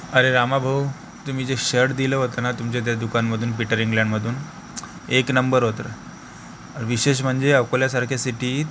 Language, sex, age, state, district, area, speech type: Marathi, male, 30-45, Maharashtra, Akola, rural, spontaneous